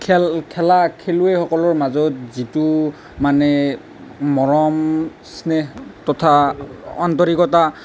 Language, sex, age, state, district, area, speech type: Assamese, male, 18-30, Assam, Nalbari, rural, spontaneous